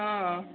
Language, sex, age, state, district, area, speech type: Kannada, female, 18-30, Karnataka, Mandya, rural, conversation